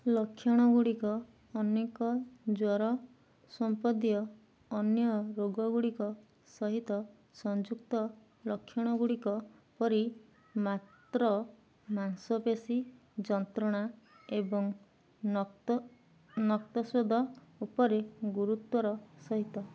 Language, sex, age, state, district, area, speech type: Odia, female, 30-45, Odisha, Jagatsinghpur, urban, read